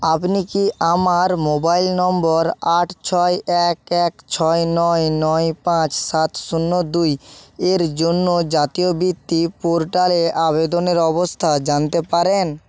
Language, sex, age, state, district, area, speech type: Bengali, male, 60+, West Bengal, Purba Medinipur, rural, read